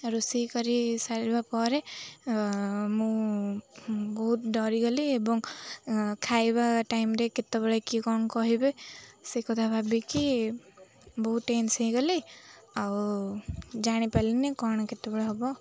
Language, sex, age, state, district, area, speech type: Odia, female, 18-30, Odisha, Jagatsinghpur, urban, spontaneous